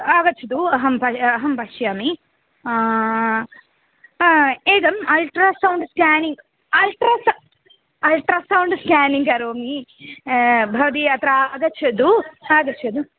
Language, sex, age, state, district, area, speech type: Sanskrit, female, 18-30, Kerala, Palakkad, rural, conversation